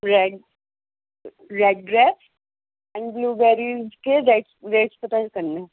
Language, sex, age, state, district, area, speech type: Urdu, female, 30-45, Delhi, East Delhi, urban, conversation